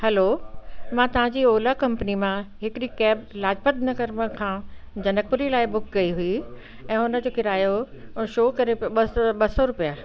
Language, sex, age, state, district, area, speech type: Sindhi, female, 60+, Delhi, South Delhi, urban, spontaneous